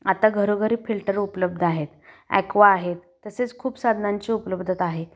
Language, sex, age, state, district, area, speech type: Marathi, female, 30-45, Maharashtra, Kolhapur, urban, spontaneous